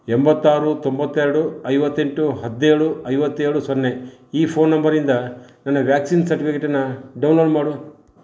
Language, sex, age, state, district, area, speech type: Kannada, male, 60+, Karnataka, Bangalore Rural, rural, read